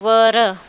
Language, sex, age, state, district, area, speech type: Marathi, female, 30-45, Maharashtra, Nagpur, urban, read